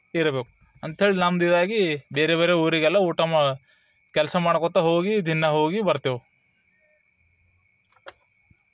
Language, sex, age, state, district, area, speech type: Kannada, male, 30-45, Karnataka, Bidar, urban, spontaneous